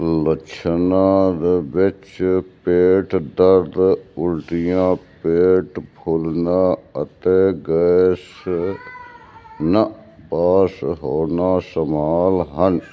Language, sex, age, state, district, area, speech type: Punjabi, male, 60+, Punjab, Fazilka, rural, read